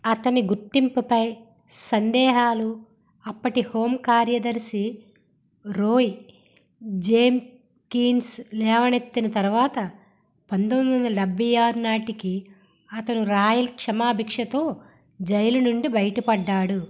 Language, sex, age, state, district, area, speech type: Telugu, female, 60+, Andhra Pradesh, Vizianagaram, rural, read